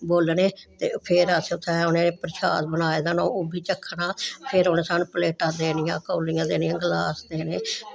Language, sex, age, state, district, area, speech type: Dogri, female, 60+, Jammu and Kashmir, Samba, urban, spontaneous